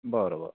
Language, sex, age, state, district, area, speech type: Marathi, male, 45-60, Maharashtra, Amravati, rural, conversation